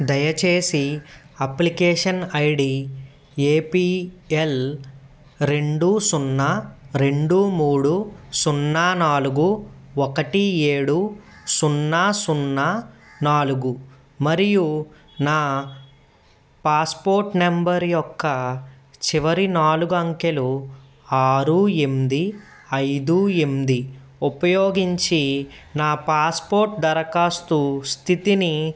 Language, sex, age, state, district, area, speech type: Telugu, male, 30-45, Andhra Pradesh, N T Rama Rao, urban, read